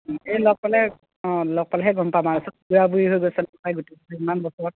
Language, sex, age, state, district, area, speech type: Assamese, female, 30-45, Assam, Dibrugarh, urban, conversation